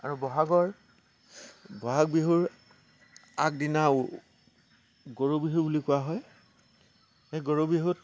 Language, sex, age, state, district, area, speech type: Assamese, male, 60+, Assam, Tinsukia, rural, spontaneous